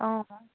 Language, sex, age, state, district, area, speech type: Assamese, female, 45-60, Assam, Dibrugarh, rural, conversation